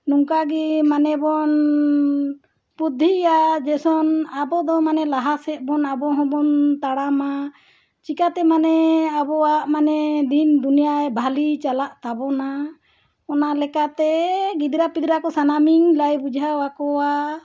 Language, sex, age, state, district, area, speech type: Santali, female, 60+, Jharkhand, Bokaro, rural, spontaneous